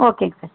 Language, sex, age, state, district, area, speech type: Tamil, female, 18-30, Tamil Nadu, Tenkasi, rural, conversation